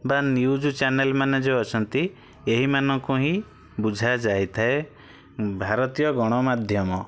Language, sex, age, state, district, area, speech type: Odia, male, 30-45, Odisha, Bhadrak, rural, spontaneous